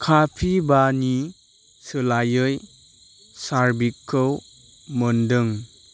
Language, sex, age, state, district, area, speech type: Bodo, male, 30-45, Assam, Chirang, urban, read